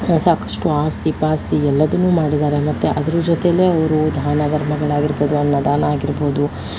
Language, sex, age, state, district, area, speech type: Kannada, female, 45-60, Karnataka, Tumkur, urban, spontaneous